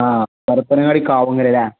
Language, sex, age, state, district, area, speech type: Malayalam, male, 18-30, Kerala, Malappuram, rural, conversation